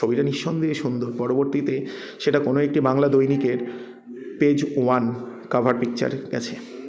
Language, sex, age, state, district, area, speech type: Bengali, male, 30-45, West Bengal, Jalpaiguri, rural, spontaneous